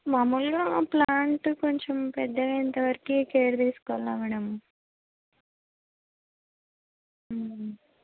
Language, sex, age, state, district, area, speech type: Telugu, female, 30-45, Andhra Pradesh, Kurnool, rural, conversation